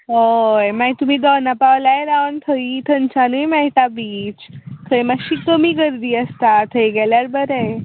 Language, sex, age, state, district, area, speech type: Goan Konkani, female, 18-30, Goa, Tiswadi, rural, conversation